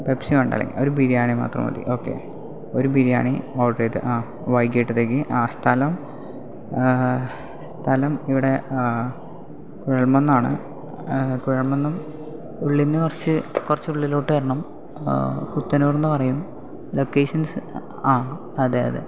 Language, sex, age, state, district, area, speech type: Malayalam, male, 18-30, Kerala, Palakkad, rural, spontaneous